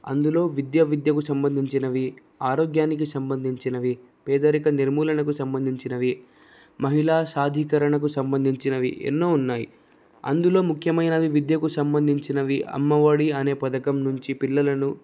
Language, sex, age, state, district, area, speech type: Telugu, male, 18-30, Andhra Pradesh, Anantapur, urban, spontaneous